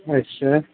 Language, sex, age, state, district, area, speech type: Urdu, male, 30-45, Uttar Pradesh, Muzaffarnagar, urban, conversation